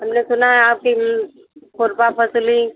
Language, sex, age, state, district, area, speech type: Hindi, female, 60+, Uttar Pradesh, Sitapur, rural, conversation